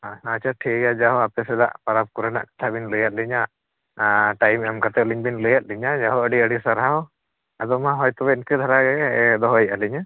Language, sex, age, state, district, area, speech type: Santali, male, 45-60, Odisha, Mayurbhanj, rural, conversation